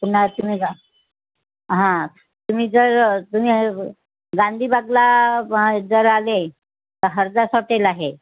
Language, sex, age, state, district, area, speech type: Marathi, female, 45-60, Maharashtra, Nagpur, urban, conversation